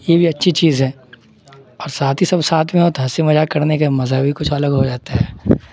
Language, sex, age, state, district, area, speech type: Urdu, male, 18-30, Bihar, Supaul, rural, spontaneous